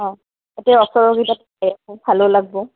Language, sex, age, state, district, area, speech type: Assamese, female, 30-45, Assam, Goalpara, rural, conversation